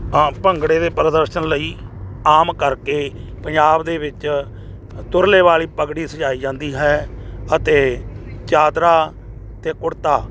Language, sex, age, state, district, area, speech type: Punjabi, male, 45-60, Punjab, Moga, rural, spontaneous